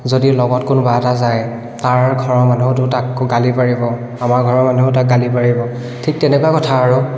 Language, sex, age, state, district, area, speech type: Assamese, male, 18-30, Assam, Biswanath, rural, spontaneous